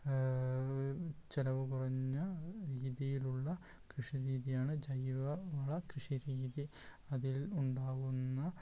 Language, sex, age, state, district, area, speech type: Malayalam, male, 18-30, Kerala, Wayanad, rural, spontaneous